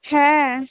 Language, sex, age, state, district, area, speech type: Bengali, female, 18-30, West Bengal, Cooch Behar, rural, conversation